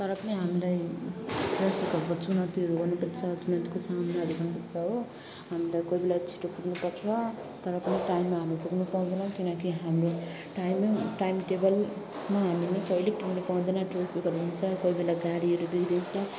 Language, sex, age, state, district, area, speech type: Nepali, female, 30-45, West Bengal, Alipurduar, urban, spontaneous